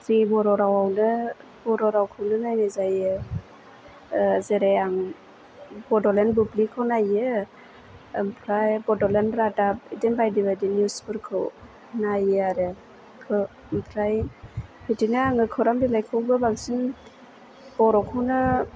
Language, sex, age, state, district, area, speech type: Bodo, female, 30-45, Assam, Chirang, urban, spontaneous